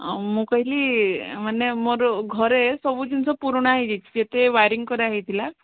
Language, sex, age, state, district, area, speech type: Odia, female, 18-30, Odisha, Sundergarh, urban, conversation